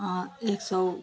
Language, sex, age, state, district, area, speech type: Nepali, female, 60+, West Bengal, Jalpaiguri, rural, spontaneous